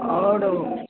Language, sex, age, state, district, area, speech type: Hindi, female, 45-60, Bihar, Madhepura, rural, conversation